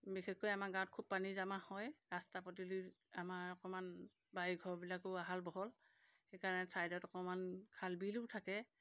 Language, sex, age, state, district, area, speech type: Assamese, female, 45-60, Assam, Golaghat, rural, spontaneous